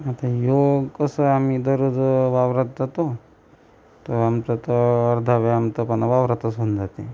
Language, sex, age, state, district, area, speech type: Marathi, male, 60+, Maharashtra, Amravati, rural, spontaneous